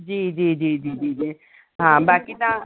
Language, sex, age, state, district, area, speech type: Sindhi, female, 30-45, Uttar Pradesh, Lucknow, urban, conversation